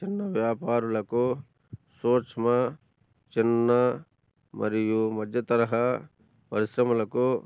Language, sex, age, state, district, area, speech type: Telugu, male, 45-60, Andhra Pradesh, Annamaya, rural, spontaneous